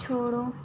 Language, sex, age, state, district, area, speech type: Hindi, female, 18-30, Madhya Pradesh, Chhindwara, urban, read